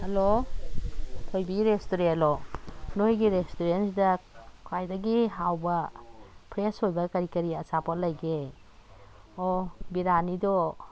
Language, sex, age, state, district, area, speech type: Manipuri, female, 60+, Manipur, Imphal East, rural, spontaneous